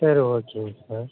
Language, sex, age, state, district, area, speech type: Tamil, male, 45-60, Tamil Nadu, Madurai, urban, conversation